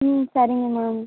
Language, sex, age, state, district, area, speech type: Tamil, female, 18-30, Tamil Nadu, Ariyalur, rural, conversation